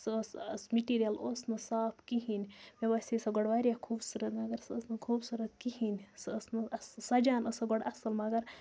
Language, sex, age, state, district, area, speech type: Kashmiri, female, 18-30, Jammu and Kashmir, Budgam, rural, spontaneous